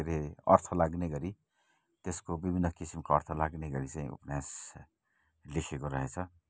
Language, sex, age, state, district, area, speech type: Nepali, male, 45-60, West Bengal, Kalimpong, rural, spontaneous